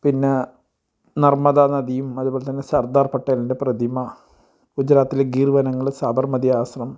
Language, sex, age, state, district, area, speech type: Malayalam, male, 45-60, Kerala, Kasaragod, rural, spontaneous